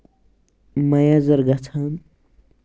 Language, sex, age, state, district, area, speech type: Kashmiri, male, 45-60, Jammu and Kashmir, Baramulla, rural, spontaneous